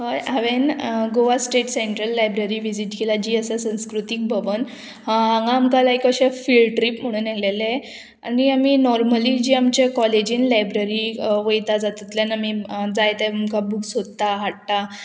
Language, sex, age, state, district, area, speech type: Goan Konkani, female, 18-30, Goa, Murmgao, urban, spontaneous